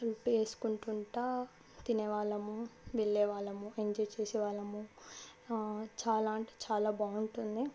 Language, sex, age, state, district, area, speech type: Telugu, female, 18-30, Telangana, Medchal, urban, spontaneous